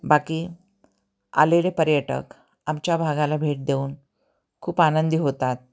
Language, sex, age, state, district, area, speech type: Marathi, female, 45-60, Maharashtra, Osmanabad, rural, spontaneous